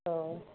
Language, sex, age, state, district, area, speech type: Bodo, female, 18-30, Assam, Kokrajhar, rural, conversation